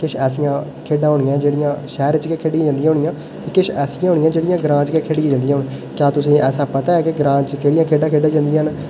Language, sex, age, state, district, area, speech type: Dogri, male, 18-30, Jammu and Kashmir, Udhampur, rural, spontaneous